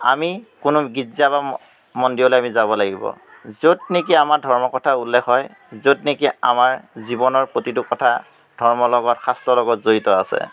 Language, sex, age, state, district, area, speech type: Assamese, male, 30-45, Assam, Majuli, urban, spontaneous